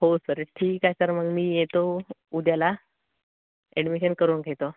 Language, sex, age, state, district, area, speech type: Marathi, male, 18-30, Maharashtra, Gadchiroli, rural, conversation